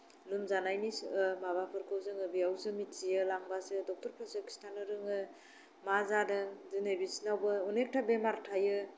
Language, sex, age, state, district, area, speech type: Bodo, female, 30-45, Assam, Kokrajhar, rural, spontaneous